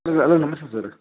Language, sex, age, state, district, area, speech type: Kannada, male, 18-30, Karnataka, Raichur, urban, conversation